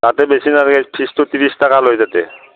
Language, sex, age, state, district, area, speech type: Assamese, male, 60+, Assam, Udalguri, rural, conversation